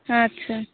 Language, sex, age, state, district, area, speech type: Santali, female, 18-30, West Bengal, Malda, rural, conversation